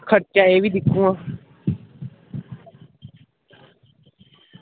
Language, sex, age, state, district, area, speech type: Dogri, male, 30-45, Jammu and Kashmir, Udhampur, rural, conversation